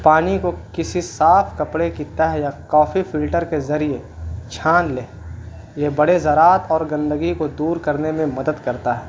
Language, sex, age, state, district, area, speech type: Urdu, male, 18-30, Bihar, Gaya, urban, spontaneous